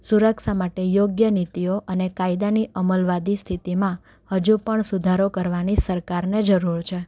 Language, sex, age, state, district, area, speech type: Gujarati, female, 18-30, Gujarat, Anand, urban, spontaneous